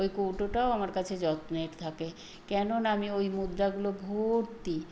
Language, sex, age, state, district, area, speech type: Bengali, female, 60+, West Bengal, Nadia, rural, spontaneous